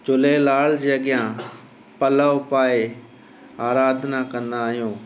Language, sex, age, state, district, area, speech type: Sindhi, male, 45-60, Gujarat, Kutch, urban, spontaneous